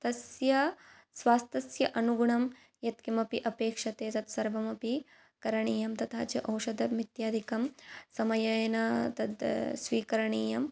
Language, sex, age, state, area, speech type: Sanskrit, female, 18-30, Assam, rural, spontaneous